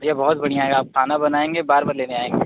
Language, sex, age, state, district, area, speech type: Hindi, male, 45-60, Uttar Pradesh, Sonbhadra, rural, conversation